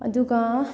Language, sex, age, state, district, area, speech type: Manipuri, female, 18-30, Manipur, Thoubal, rural, spontaneous